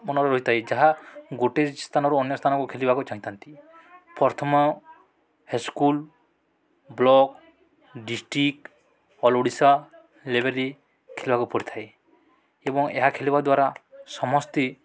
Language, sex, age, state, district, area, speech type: Odia, male, 18-30, Odisha, Balangir, urban, spontaneous